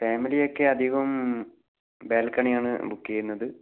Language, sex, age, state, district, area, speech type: Malayalam, male, 18-30, Kerala, Kannur, rural, conversation